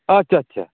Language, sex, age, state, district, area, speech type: Santali, male, 30-45, West Bengal, Purba Bardhaman, rural, conversation